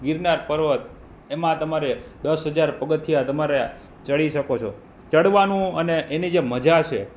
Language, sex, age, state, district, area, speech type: Gujarati, male, 30-45, Gujarat, Rajkot, urban, spontaneous